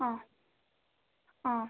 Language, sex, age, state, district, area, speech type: Kannada, female, 18-30, Karnataka, Bangalore Rural, rural, conversation